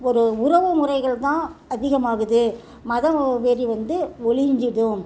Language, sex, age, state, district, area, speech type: Tamil, female, 60+, Tamil Nadu, Salem, rural, spontaneous